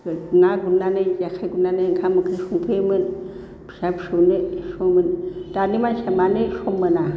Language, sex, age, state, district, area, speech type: Bodo, female, 60+, Assam, Baksa, urban, spontaneous